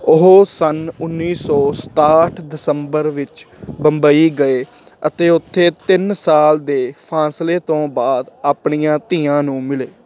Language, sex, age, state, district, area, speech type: Punjabi, male, 18-30, Punjab, Ludhiana, urban, read